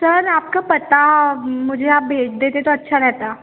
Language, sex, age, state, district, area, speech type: Hindi, female, 18-30, Madhya Pradesh, Betul, rural, conversation